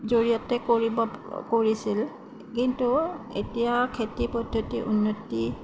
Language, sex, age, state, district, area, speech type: Assamese, female, 45-60, Assam, Darrang, rural, spontaneous